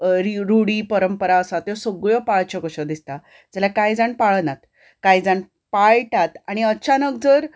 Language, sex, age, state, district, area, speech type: Goan Konkani, female, 30-45, Goa, Ponda, rural, spontaneous